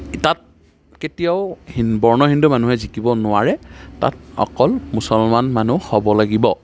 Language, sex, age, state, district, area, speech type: Assamese, male, 45-60, Assam, Darrang, urban, spontaneous